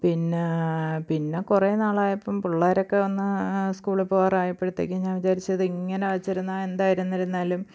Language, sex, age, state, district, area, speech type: Malayalam, female, 45-60, Kerala, Thiruvananthapuram, rural, spontaneous